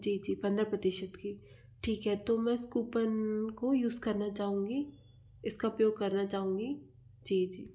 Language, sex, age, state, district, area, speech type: Hindi, female, 45-60, Madhya Pradesh, Bhopal, urban, spontaneous